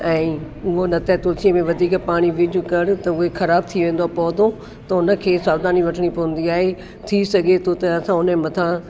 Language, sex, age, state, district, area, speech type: Sindhi, female, 60+, Delhi, South Delhi, urban, spontaneous